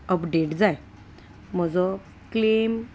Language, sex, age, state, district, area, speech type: Goan Konkani, female, 30-45, Goa, Salcete, rural, spontaneous